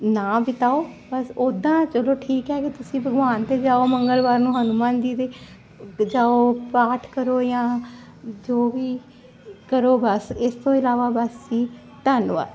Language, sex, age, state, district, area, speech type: Punjabi, female, 45-60, Punjab, Jalandhar, urban, spontaneous